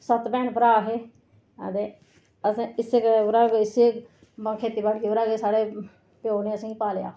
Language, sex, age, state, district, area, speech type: Dogri, female, 45-60, Jammu and Kashmir, Reasi, rural, spontaneous